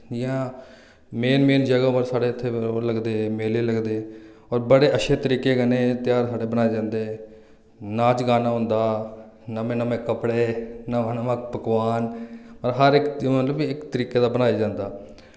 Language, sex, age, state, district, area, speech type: Dogri, male, 30-45, Jammu and Kashmir, Reasi, rural, spontaneous